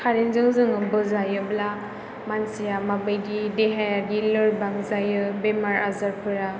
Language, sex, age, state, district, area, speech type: Bodo, female, 18-30, Assam, Chirang, urban, spontaneous